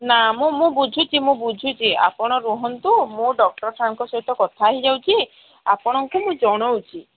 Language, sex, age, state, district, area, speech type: Odia, female, 30-45, Odisha, Sambalpur, rural, conversation